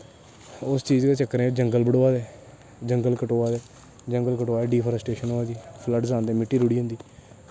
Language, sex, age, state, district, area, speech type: Dogri, male, 18-30, Jammu and Kashmir, Kathua, rural, spontaneous